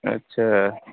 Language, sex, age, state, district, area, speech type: Urdu, male, 30-45, Bihar, Saharsa, rural, conversation